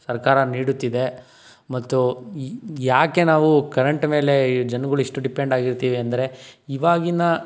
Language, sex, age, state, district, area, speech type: Kannada, male, 18-30, Karnataka, Tumkur, rural, spontaneous